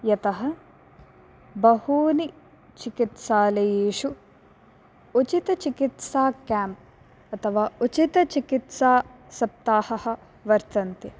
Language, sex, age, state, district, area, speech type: Sanskrit, female, 18-30, Karnataka, Dakshina Kannada, urban, spontaneous